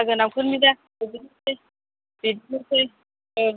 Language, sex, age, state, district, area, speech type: Bodo, female, 30-45, Assam, Chirang, rural, conversation